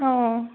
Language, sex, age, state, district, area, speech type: Assamese, female, 60+, Assam, Tinsukia, rural, conversation